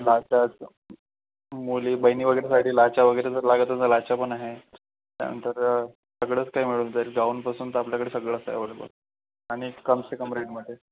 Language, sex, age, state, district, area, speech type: Marathi, male, 45-60, Maharashtra, Yavatmal, urban, conversation